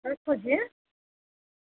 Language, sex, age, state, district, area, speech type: Odia, female, 60+, Odisha, Jharsuguda, rural, conversation